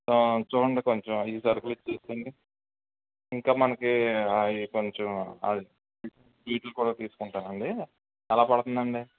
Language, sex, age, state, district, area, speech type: Telugu, male, 45-60, Andhra Pradesh, Eluru, rural, conversation